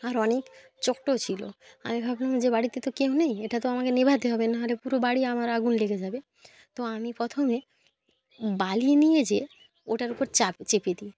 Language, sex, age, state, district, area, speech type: Bengali, female, 18-30, West Bengal, North 24 Parganas, rural, spontaneous